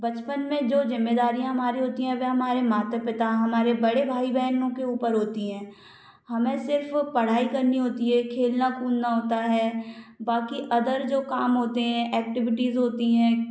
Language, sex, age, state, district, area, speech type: Hindi, female, 18-30, Madhya Pradesh, Gwalior, rural, spontaneous